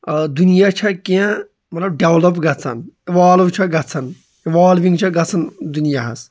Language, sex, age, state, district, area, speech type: Kashmiri, male, 18-30, Jammu and Kashmir, Shopian, rural, spontaneous